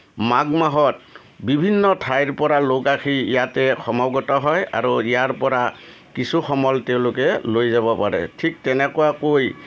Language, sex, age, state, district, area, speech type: Assamese, male, 60+, Assam, Udalguri, urban, spontaneous